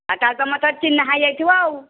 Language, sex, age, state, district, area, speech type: Odia, female, 60+, Odisha, Nayagarh, rural, conversation